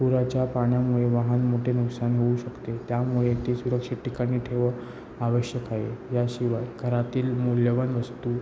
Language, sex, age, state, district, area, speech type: Marathi, male, 18-30, Maharashtra, Ratnagiri, rural, spontaneous